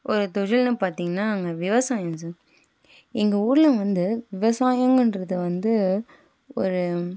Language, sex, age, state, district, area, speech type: Tamil, female, 18-30, Tamil Nadu, Nilgiris, rural, spontaneous